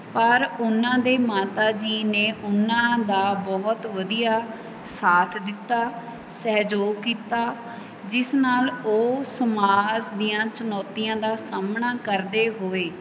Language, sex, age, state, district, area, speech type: Punjabi, female, 30-45, Punjab, Mansa, urban, spontaneous